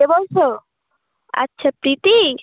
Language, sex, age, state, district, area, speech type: Bengali, female, 18-30, West Bengal, Uttar Dinajpur, urban, conversation